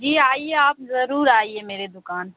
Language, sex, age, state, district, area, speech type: Urdu, female, 30-45, Uttar Pradesh, Lucknow, urban, conversation